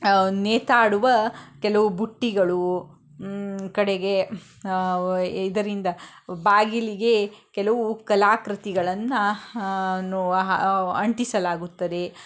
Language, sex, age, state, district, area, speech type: Kannada, female, 30-45, Karnataka, Shimoga, rural, spontaneous